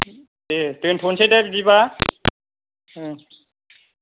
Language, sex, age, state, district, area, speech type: Bodo, male, 45-60, Assam, Kokrajhar, urban, conversation